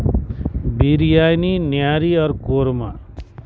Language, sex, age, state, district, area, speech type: Urdu, male, 60+, Bihar, Supaul, rural, spontaneous